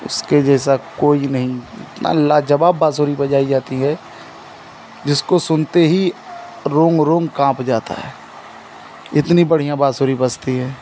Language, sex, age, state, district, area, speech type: Hindi, male, 30-45, Uttar Pradesh, Mau, rural, spontaneous